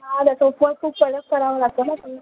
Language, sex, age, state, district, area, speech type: Marathi, female, 18-30, Maharashtra, Solapur, urban, conversation